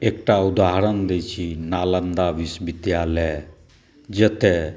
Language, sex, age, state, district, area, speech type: Maithili, male, 60+, Bihar, Saharsa, urban, spontaneous